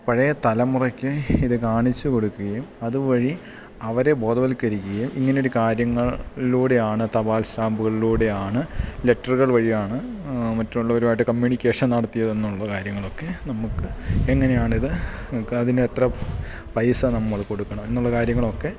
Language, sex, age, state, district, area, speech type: Malayalam, male, 30-45, Kerala, Idukki, rural, spontaneous